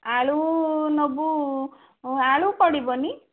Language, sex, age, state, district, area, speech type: Odia, female, 18-30, Odisha, Bhadrak, rural, conversation